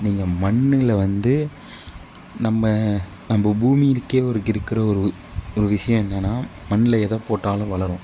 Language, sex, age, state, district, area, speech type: Tamil, male, 18-30, Tamil Nadu, Mayiladuthurai, urban, spontaneous